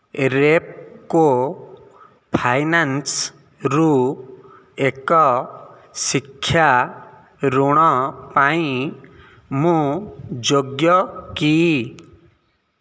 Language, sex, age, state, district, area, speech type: Odia, male, 30-45, Odisha, Nayagarh, rural, read